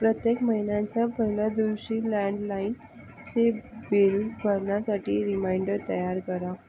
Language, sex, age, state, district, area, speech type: Marathi, female, 18-30, Maharashtra, Thane, urban, read